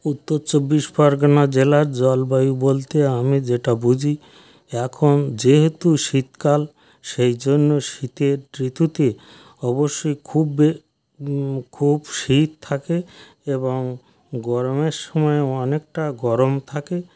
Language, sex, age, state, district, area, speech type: Bengali, male, 60+, West Bengal, North 24 Parganas, rural, spontaneous